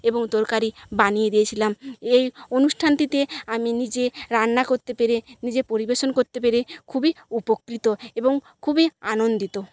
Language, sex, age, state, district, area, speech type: Bengali, female, 45-60, West Bengal, Jhargram, rural, spontaneous